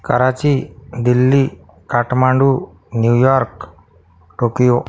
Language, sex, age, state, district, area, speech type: Marathi, male, 45-60, Maharashtra, Akola, urban, spontaneous